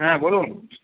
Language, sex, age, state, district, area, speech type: Bengali, male, 18-30, West Bengal, Paschim Medinipur, rural, conversation